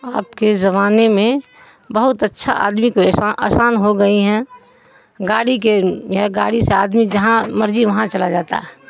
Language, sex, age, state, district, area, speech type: Urdu, female, 60+, Bihar, Supaul, rural, spontaneous